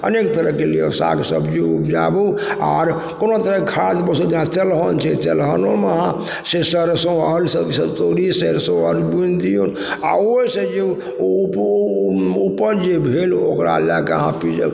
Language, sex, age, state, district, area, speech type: Maithili, male, 60+, Bihar, Supaul, rural, spontaneous